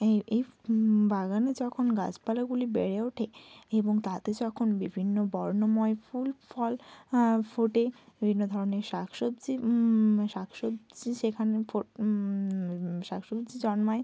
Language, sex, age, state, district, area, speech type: Bengali, female, 18-30, West Bengal, Bankura, urban, spontaneous